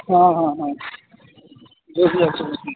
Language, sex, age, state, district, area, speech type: Hindi, male, 18-30, Uttar Pradesh, Mirzapur, rural, conversation